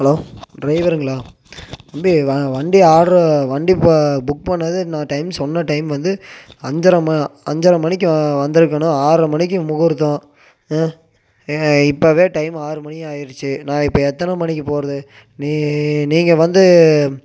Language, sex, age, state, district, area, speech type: Tamil, male, 18-30, Tamil Nadu, Coimbatore, urban, spontaneous